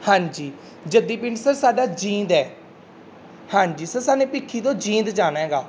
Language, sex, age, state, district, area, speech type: Punjabi, male, 18-30, Punjab, Mansa, rural, spontaneous